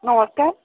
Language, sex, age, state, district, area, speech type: Odia, female, 18-30, Odisha, Sambalpur, rural, conversation